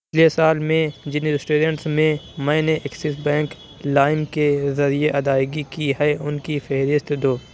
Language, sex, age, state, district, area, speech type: Urdu, male, 45-60, Uttar Pradesh, Aligarh, rural, read